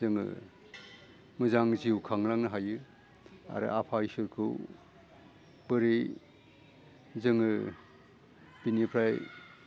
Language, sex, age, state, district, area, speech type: Bodo, male, 60+, Assam, Udalguri, urban, spontaneous